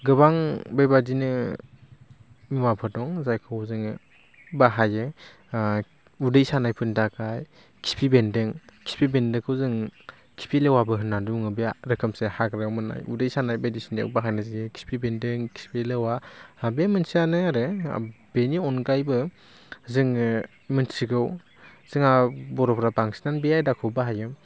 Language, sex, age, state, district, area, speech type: Bodo, male, 18-30, Assam, Baksa, rural, spontaneous